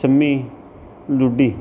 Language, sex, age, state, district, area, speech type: Punjabi, male, 45-60, Punjab, Mansa, rural, spontaneous